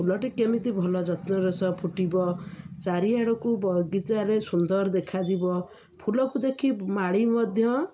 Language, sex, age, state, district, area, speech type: Odia, female, 30-45, Odisha, Jagatsinghpur, urban, spontaneous